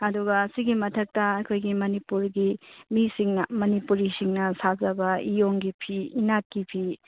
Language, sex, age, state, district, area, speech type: Manipuri, female, 18-30, Manipur, Churachandpur, rural, conversation